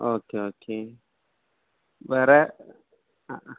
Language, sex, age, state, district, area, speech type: Malayalam, male, 18-30, Kerala, Kasaragod, rural, conversation